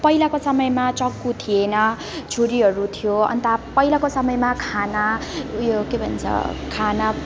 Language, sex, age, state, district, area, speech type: Nepali, female, 18-30, West Bengal, Alipurduar, urban, spontaneous